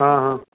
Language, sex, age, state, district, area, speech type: Hindi, male, 30-45, Madhya Pradesh, Ujjain, rural, conversation